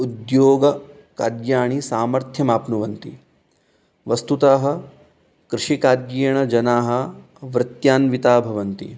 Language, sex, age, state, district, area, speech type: Sanskrit, male, 30-45, Rajasthan, Ajmer, urban, spontaneous